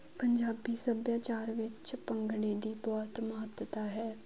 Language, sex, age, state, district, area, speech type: Punjabi, female, 18-30, Punjab, Muktsar, rural, spontaneous